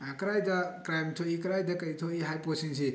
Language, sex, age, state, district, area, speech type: Manipuri, male, 18-30, Manipur, Bishnupur, rural, spontaneous